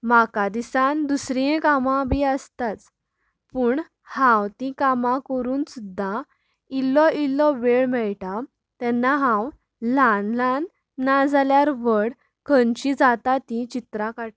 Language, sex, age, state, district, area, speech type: Goan Konkani, female, 18-30, Goa, Canacona, rural, spontaneous